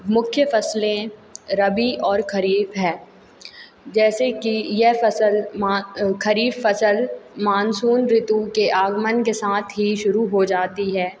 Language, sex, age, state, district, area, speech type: Hindi, female, 18-30, Madhya Pradesh, Hoshangabad, rural, spontaneous